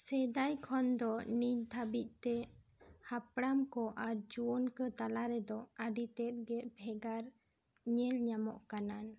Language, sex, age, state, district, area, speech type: Santali, female, 18-30, West Bengal, Bankura, rural, spontaneous